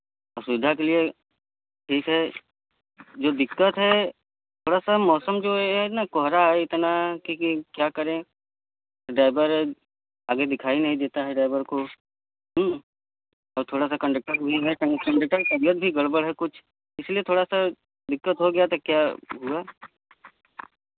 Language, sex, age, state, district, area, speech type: Hindi, male, 30-45, Uttar Pradesh, Varanasi, urban, conversation